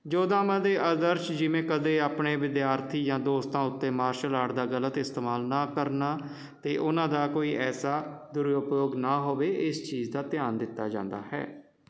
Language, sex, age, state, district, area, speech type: Punjabi, male, 30-45, Punjab, Jalandhar, urban, spontaneous